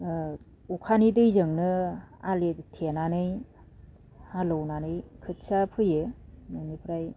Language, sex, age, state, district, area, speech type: Bodo, female, 30-45, Assam, Baksa, rural, spontaneous